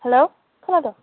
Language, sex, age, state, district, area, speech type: Bodo, female, 18-30, Assam, Baksa, rural, conversation